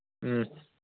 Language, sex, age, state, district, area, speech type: Manipuri, male, 18-30, Manipur, Kangpokpi, urban, conversation